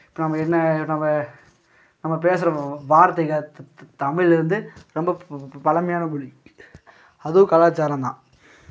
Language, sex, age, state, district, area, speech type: Tamil, male, 18-30, Tamil Nadu, Coimbatore, rural, spontaneous